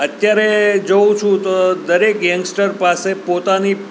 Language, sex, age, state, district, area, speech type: Gujarati, male, 60+, Gujarat, Rajkot, urban, spontaneous